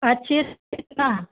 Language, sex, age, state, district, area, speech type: Hindi, female, 30-45, Uttar Pradesh, Lucknow, rural, conversation